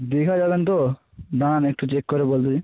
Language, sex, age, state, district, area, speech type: Bengali, male, 18-30, West Bengal, Purba Medinipur, rural, conversation